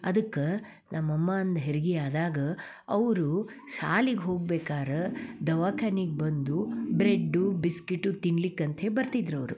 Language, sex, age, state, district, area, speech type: Kannada, female, 60+, Karnataka, Dharwad, rural, spontaneous